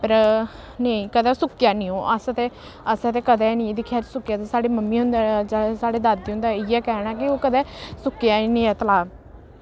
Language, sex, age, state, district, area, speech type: Dogri, female, 18-30, Jammu and Kashmir, Samba, rural, spontaneous